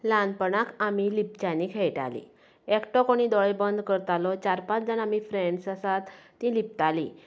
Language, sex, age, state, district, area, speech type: Goan Konkani, female, 30-45, Goa, Canacona, rural, spontaneous